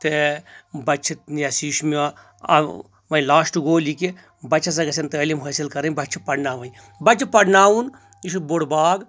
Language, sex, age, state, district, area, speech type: Kashmiri, male, 45-60, Jammu and Kashmir, Anantnag, rural, spontaneous